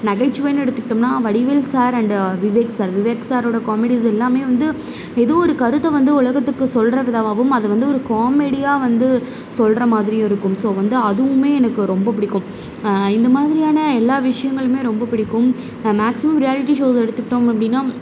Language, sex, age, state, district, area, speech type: Tamil, female, 30-45, Tamil Nadu, Mayiladuthurai, urban, spontaneous